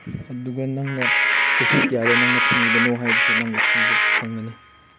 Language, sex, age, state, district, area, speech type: Manipuri, male, 18-30, Manipur, Chandel, rural, spontaneous